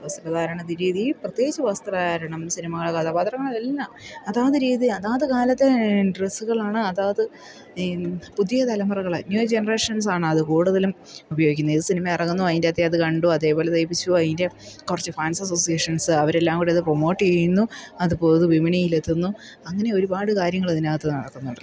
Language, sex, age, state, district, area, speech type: Malayalam, female, 30-45, Kerala, Idukki, rural, spontaneous